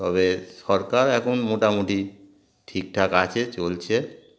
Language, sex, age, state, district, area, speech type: Bengali, male, 60+, West Bengal, Darjeeling, urban, spontaneous